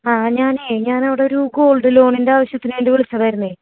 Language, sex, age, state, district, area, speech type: Malayalam, female, 30-45, Kerala, Thrissur, urban, conversation